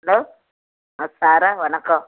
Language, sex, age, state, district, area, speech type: Tamil, female, 45-60, Tamil Nadu, Thoothukudi, urban, conversation